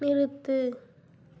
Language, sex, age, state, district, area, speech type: Tamil, female, 18-30, Tamil Nadu, Sivaganga, rural, read